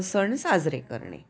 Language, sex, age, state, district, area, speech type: Marathi, female, 60+, Maharashtra, Pune, urban, spontaneous